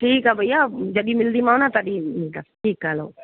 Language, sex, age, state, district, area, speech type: Sindhi, female, 45-60, Delhi, South Delhi, rural, conversation